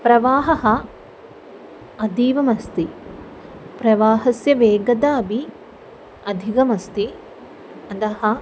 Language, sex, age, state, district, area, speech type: Sanskrit, female, 18-30, Kerala, Thrissur, rural, spontaneous